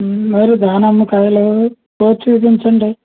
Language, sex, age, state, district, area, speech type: Telugu, male, 60+, Andhra Pradesh, Konaseema, rural, conversation